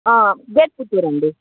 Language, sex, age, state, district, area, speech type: Telugu, female, 45-60, Andhra Pradesh, Chittoor, urban, conversation